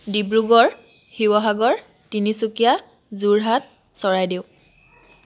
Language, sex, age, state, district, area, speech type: Assamese, female, 18-30, Assam, Charaideo, urban, spontaneous